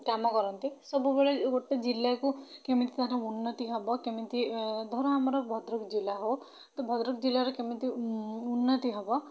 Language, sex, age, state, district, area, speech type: Odia, female, 30-45, Odisha, Bhadrak, rural, spontaneous